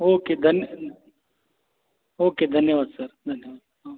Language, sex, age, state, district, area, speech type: Marathi, male, 30-45, Maharashtra, Buldhana, urban, conversation